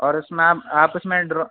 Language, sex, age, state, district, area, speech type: Urdu, male, 18-30, Uttar Pradesh, Rampur, urban, conversation